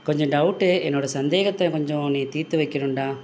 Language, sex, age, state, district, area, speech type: Tamil, male, 45-60, Tamil Nadu, Thanjavur, rural, spontaneous